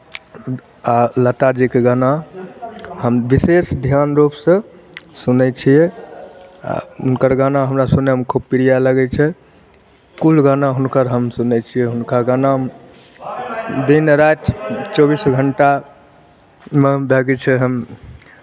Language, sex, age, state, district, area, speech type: Maithili, male, 30-45, Bihar, Begusarai, urban, spontaneous